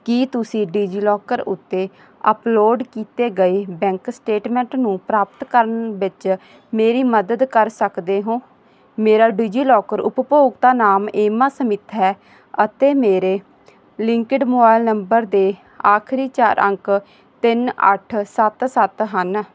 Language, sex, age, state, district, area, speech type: Punjabi, female, 18-30, Punjab, Barnala, rural, read